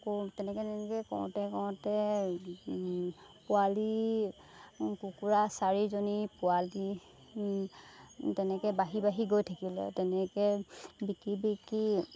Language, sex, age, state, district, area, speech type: Assamese, female, 30-45, Assam, Golaghat, urban, spontaneous